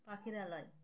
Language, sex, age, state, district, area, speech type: Bengali, female, 30-45, West Bengal, Uttar Dinajpur, urban, spontaneous